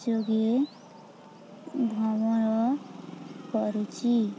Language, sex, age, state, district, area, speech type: Odia, female, 18-30, Odisha, Balangir, urban, spontaneous